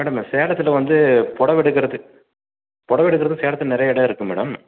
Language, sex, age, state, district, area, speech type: Tamil, male, 30-45, Tamil Nadu, Salem, rural, conversation